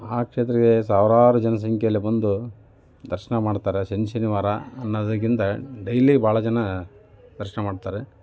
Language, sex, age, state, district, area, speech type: Kannada, male, 45-60, Karnataka, Davanagere, urban, spontaneous